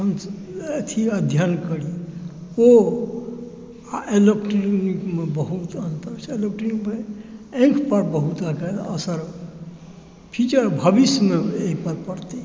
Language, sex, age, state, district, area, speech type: Maithili, male, 60+, Bihar, Supaul, rural, spontaneous